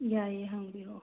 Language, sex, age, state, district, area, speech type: Manipuri, female, 60+, Manipur, Bishnupur, rural, conversation